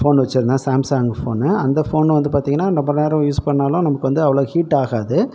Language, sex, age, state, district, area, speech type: Tamil, male, 18-30, Tamil Nadu, Pudukkottai, rural, spontaneous